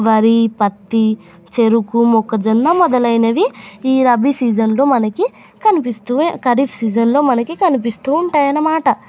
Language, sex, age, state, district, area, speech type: Telugu, female, 18-30, Telangana, Hyderabad, urban, spontaneous